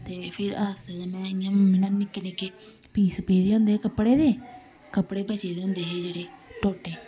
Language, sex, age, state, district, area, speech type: Dogri, female, 30-45, Jammu and Kashmir, Samba, rural, spontaneous